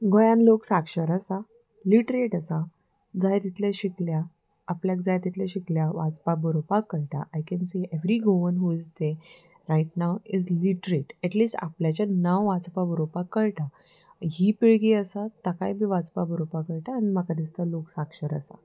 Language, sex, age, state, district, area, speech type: Goan Konkani, female, 30-45, Goa, Salcete, urban, spontaneous